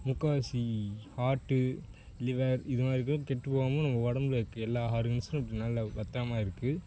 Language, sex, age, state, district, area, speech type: Tamil, male, 18-30, Tamil Nadu, Perambalur, urban, spontaneous